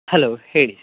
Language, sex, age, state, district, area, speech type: Kannada, male, 30-45, Karnataka, Udupi, rural, conversation